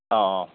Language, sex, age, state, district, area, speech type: Assamese, male, 30-45, Assam, Goalpara, rural, conversation